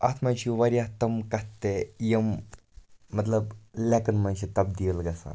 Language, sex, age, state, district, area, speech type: Kashmiri, male, 18-30, Jammu and Kashmir, Kupwara, rural, spontaneous